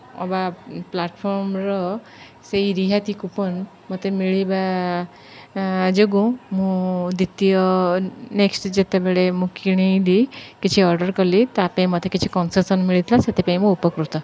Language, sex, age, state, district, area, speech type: Odia, female, 30-45, Odisha, Sundergarh, urban, spontaneous